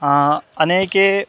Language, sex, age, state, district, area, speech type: Sanskrit, male, 18-30, Bihar, Madhubani, rural, spontaneous